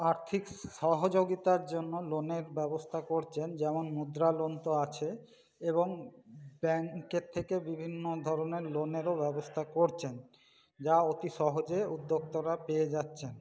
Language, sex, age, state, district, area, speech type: Bengali, male, 45-60, West Bengal, Paschim Bardhaman, rural, spontaneous